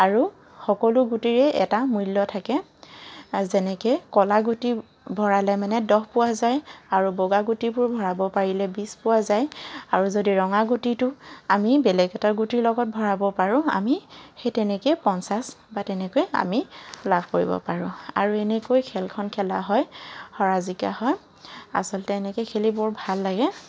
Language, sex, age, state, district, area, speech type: Assamese, female, 45-60, Assam, Charaideo, urban, spontaneous